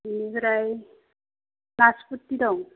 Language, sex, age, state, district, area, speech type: Bodo, female, 30-45, Assam, Chirang, rural, conversation